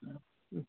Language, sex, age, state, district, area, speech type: Hindi, male, 18-30, Madhya Pradesh, Hoshangabad, urban, conversation